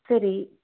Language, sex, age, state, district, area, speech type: Tamil, female, 30-45, Tamil Nadu, Thoothukudi, rural, conversation